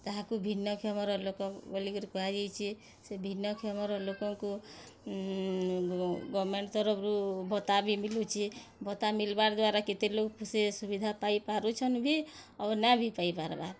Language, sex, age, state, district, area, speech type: Odia, female, 30-45, Odisha, Bargarh, urban, spontaneous